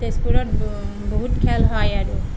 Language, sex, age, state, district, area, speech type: Assamese, female, 30-45, Assam, Sonitpur, rural, spontaneous